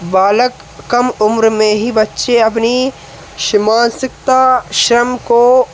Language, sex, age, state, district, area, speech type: Hindi, male, 18-30, Madhya Pradesh, Hoshangabad, rural, spontaneous